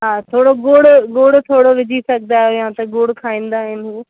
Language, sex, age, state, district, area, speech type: Sindhi, female, 30-45, Uttar Pradesh, Lucknow, urban, conversation